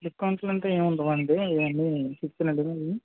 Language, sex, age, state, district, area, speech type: Telugu, male, 18-30, Andhra Pradesh, Anakapalli, rural, conversation